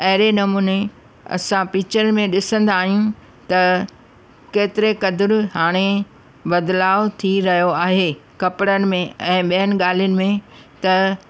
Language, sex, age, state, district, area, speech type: Sindhi, female, 45-60, Maharashtra, Thane, urban, spontaneous